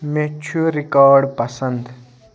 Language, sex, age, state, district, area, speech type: Kashmiri, male, 18-30, Jammu and Kashmir, Budgam, rural, read